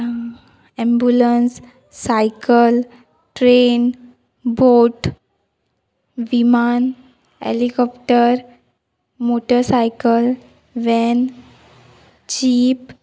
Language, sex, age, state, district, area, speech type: Goan Konkani, female, 18-30, Goa, Murmgao, urban, spontaneous